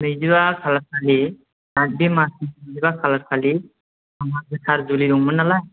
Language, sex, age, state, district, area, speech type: Bodo, male, 18-30, Assam, Chirang, rural, conversation